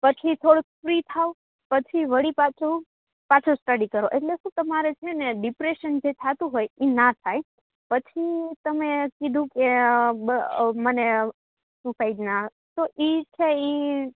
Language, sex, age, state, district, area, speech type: Gujarati, female, 18-30, Gujarat, Rajkot, urban, conversation